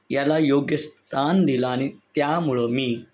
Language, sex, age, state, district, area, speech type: Marathi, male, 30-45, Maharashtra, Palghar, urban, spontaneous